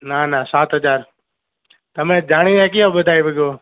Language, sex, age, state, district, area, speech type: Gujarati, male, 18-30, Gujarat, Junagadh, rural, conversation